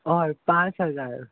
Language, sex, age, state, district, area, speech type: Goan Konkani, male, 18-30, Goa, Salcete, urban, conversation